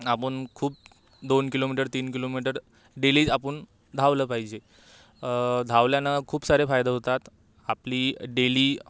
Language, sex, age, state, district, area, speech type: Marathi, male, 18-30, Maharashtra, Wardha, urban, spontaneous